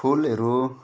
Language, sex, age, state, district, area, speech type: Nepali, male, 30-45, West Bengal, Jalpaiguri, rural, spontaneous